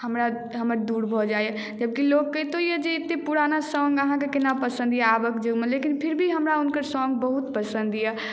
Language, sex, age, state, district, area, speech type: Maithili, male, 18-30, Bihar, Madhubani, rural, spontaneous